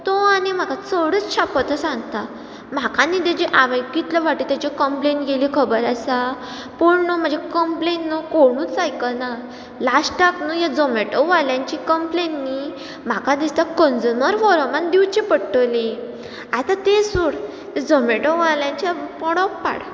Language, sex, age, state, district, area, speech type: Goan Konkani, female, 18-30, Goa, Ponda, rural, spontaneous